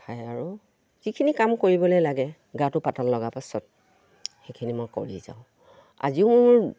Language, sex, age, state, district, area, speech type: Assamese, female, 45-60, Assam, Dibrugarh, rural, spontaneous